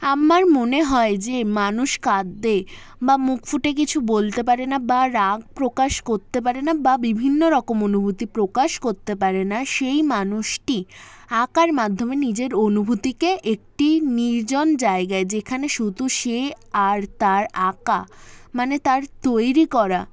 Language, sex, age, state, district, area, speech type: Bengali, female, 18-30, West Bengal, South 24 Parganas, urban, spontaneous